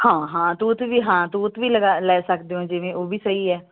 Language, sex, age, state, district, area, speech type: Punjabi, female, 30-45, Punjab, Muktsar, urban, conversation